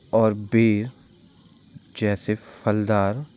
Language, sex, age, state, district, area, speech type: Hindi, male, 18-30, Madhya Pradesh, Jabalpur, urban, spontaneous